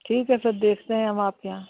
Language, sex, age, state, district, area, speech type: Hindi, female, 60+, Madhya Pradesh, Gwalior, rural, conversation